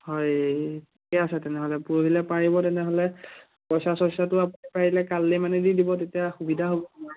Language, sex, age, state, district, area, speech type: Assamese, male, 18-30, Assam, Biswanath, rural, conversation